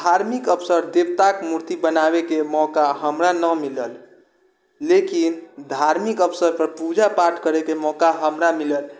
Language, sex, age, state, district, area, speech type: Maithili, male, 18-30, Bihar, Sitamarhi, urban, spontaneous